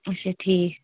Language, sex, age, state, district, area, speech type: Kashmiri, female, 18-30, Jammu and Kashmir, Anantnag, rural, conversation